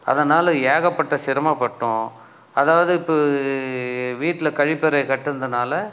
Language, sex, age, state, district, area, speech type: Tamil, male, 60+, Tamil Nadu, Dharmapuri, rural, spontaneous